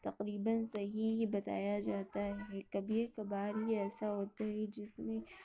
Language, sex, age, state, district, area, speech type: Urdu, female, 60+, Uttar Pradesh, Lucknow, urban, spontaneous